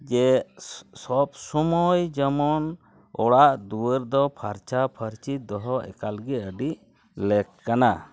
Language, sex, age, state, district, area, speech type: Santali, male, 45-60, West Bengal, Purulia, rural, spontaneous